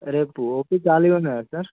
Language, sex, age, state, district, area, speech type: Telugu, male, 30-45, Telangana, Mancherial, rural, conversation